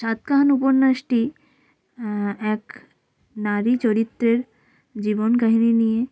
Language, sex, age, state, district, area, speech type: Bengali, female, 18-30, West Bengal, Jalpaiguri, rural, spontaneous